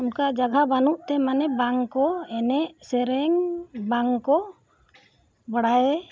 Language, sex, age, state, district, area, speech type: Santali, female, 60+, Jharkhand, Bokaro, rural, spontaneous